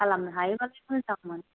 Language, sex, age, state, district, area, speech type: Bodo, female, 30-45, Assam, Kokrajhar, rural, conversation